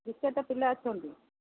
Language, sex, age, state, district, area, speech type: Odia, female, 45-60, Odisha, Sundergarh, rural, conversation